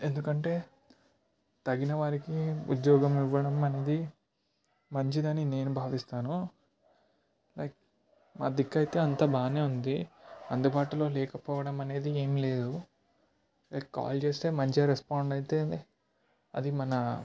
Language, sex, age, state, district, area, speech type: Telugu, male, 18-30, Telangana, Ranga Reddy, urban, spontaneous